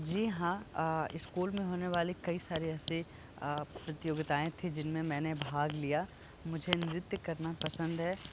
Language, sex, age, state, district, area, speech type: Hindi, male, 30-45, Uttar Pradesh, Sonbhadra, rural, spontaneous